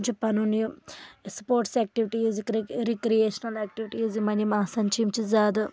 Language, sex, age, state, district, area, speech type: Kashmiri, female, 18-30, Jammu and Kashmir, Anantnag, rural, spontaneous